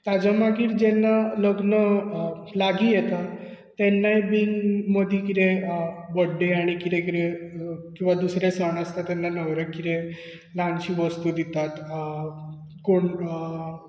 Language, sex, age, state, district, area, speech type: Goan Konkani, male, 30-45, Goa, Bardez, urban, spontaneous